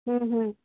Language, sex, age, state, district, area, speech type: Assamese, female, 30-45, Assam, Udalguri, rural, conversation